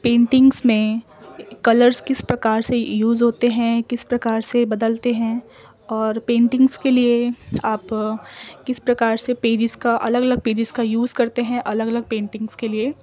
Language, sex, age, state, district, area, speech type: Urdu, female, 18-30, Delhi, East Delhi, urban, spontaneous